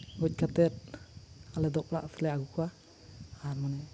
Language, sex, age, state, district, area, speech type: Santali, male, 30-45, Jharkhand, Seraikela Kharsawan, rural, spontaneous